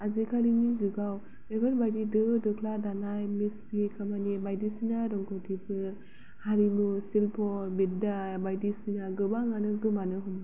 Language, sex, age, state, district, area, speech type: Bodo, female, 18-30, Assam, Kokrajhar, rural, spontaneous